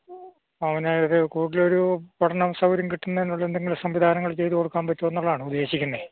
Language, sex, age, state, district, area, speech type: Malayalam, male, 45-60, Kerala, Idukki, rural, conversation